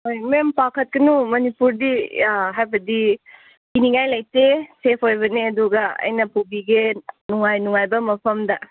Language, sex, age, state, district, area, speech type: Manipuri, female, 18-30, Manipur, Senapati, rural, conversation